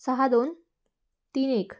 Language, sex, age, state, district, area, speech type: Marathi, female, 18-30, Maharashtra, Ahmednagar, rural, spontaneous